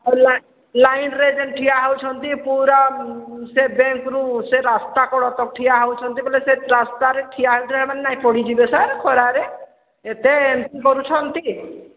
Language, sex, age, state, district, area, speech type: Odia, female, 45-60, Odisha, Sambalpur, rural, conversation